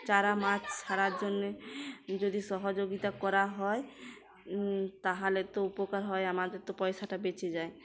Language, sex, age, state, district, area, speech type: Bengali, female, 45-60, West Bengal, Uttar Dinajpur, urban, spontaneous